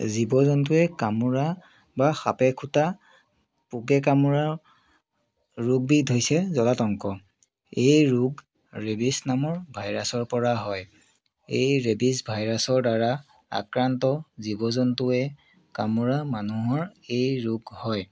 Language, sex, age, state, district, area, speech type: Assamese, male, 30-45, Assam, Biswanath, rural, spontaneous